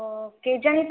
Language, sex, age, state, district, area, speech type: Odia, female, 18-30, Odisha, Nayagarh, rural, conversation